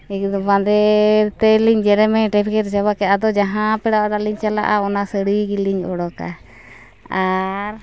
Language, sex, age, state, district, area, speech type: Santali, female, 30-45, Jharkhand, East Singhbhum, rural, spontaneous